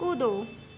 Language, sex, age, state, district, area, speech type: Hindi, female, 18-30, Madhya Pradesh, Chhindwara, urban, read